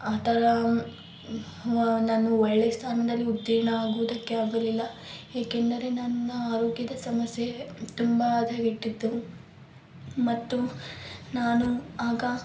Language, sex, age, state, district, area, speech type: Kannada, female, 18-30, Karnataka, Davanagere, rural, spontaneous